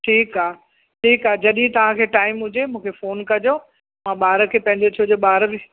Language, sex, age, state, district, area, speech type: Sindhi, female, 60+, Uttar Pradesh, Lucknow, rural, conversation